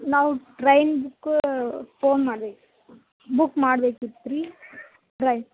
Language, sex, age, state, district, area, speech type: Kannada, female, 18-30, Karnataka, Dharwad, urban, conversation